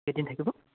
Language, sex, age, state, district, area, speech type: Assamese, male, 18-30, Assam, Charaideo, rural, conversation